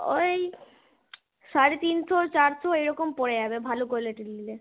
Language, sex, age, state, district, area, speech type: Bengali, female, 18-30, West Bengal, Malda, urban, conversation